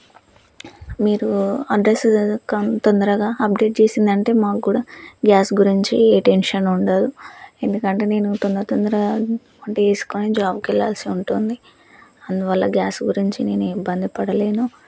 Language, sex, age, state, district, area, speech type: Telugu, female, 30-45, Telangana, Hanamkonda, rural, spontaneous